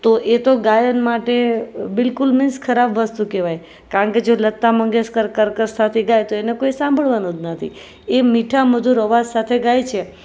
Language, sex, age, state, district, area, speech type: Gujarati, female, 30-45, Gujarat, Rajkot, urban, spontaneous